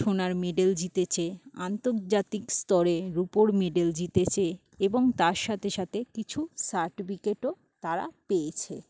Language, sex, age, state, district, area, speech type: Bengali, female, 45-60, West Bengal, Jhargram, rural, spontaneous